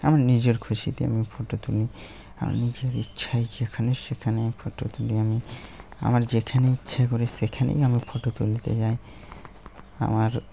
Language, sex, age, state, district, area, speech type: Bengali, male, 18-30, West Bengal, Malda, urban, spontaneous